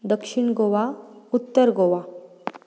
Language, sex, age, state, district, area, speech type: Goan Konkani, female, 30-45, Goa, Ponda, rural, spontaneous